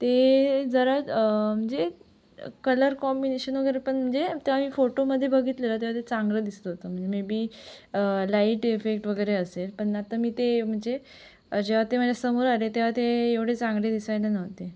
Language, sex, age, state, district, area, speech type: Marathi, female, 18-30, Maharashtra, Sindhudurg, rural, spontaneous